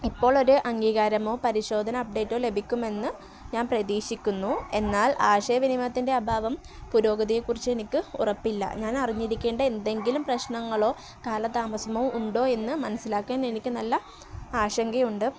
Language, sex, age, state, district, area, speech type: Malayalam, female, 18-30, Kerala, Kozhikode, rural, spontaneous